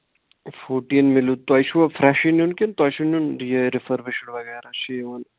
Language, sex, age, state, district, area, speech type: Kashmiri, male, 18-30, Jammu and Kashmir, Anantnag, urban, conversation